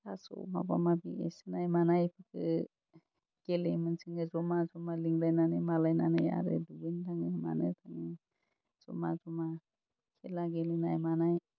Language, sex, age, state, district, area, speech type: Bodo, female, 45-60, Assam, Udalguri, rural, spontaneous